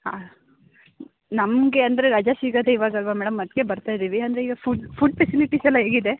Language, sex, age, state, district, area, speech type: Kannada, female, 18-30, Karnataka, Kodagu, rural, conversation